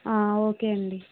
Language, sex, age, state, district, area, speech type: Telugu, female, 30-45, Andhra Pradesh, Vizianagaram, rural, conversation